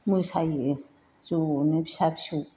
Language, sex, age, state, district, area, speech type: Bodo, female, 60+, Assam, Chirang, rural, spontaneous